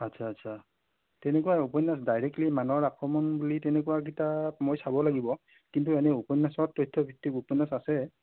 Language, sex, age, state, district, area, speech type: Assamese, female, 60+, Assam, Morigaon, urban, conversation